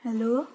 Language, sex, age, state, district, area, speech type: Nepali, female, 30-45, West Bengal, Darjeeling, rural, spontaneous